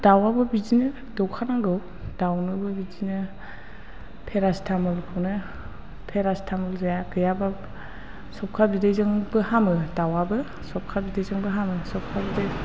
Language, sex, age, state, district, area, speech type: Bodo, female, 45-60, Assam, Chirang, urban, spontaneous